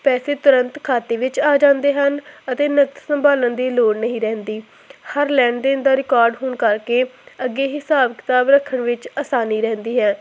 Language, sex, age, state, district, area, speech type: Punjabi, female, 18-30, Punjab, Hoshiarpur, rural, spontaneous